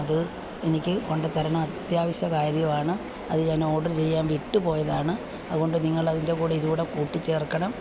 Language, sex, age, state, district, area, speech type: Malayalam, female, 45-60, Kerala, Alappuzha, rural, spontaneous